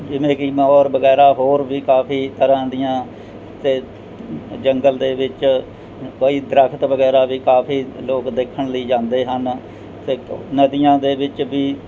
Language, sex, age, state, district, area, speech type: Punjabi, male, 60+, Punjab, Mohali, rural, spontaneous